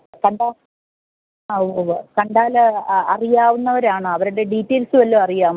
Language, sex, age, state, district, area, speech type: Malayalam, female, 60+, Kerala, Pathanamthitta, rural, conversation